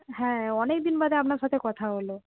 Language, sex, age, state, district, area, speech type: Bengali, female, 30-45, West Bengal, Purba Medinipur, rural, conversation